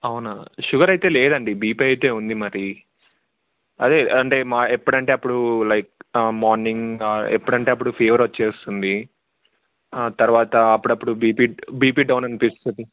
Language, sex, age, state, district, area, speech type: Telugu, male, 18-30, Andhra Pradesh, Annamaya, rural, conversation